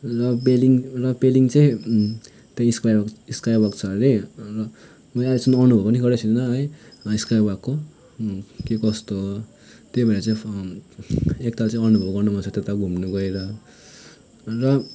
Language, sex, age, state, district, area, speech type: Nepali, male, 18-30, West Bengal, Kalimpong, rural, spontaneous